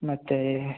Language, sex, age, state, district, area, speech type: Kannada, male, 18-30, Karnataka, Bagalkot, rural, conversation